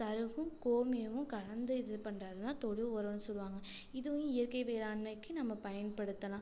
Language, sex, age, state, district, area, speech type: Tamil, female, 18-30, Tamil Nadu, Tiruchirappalli, rural, spontaneous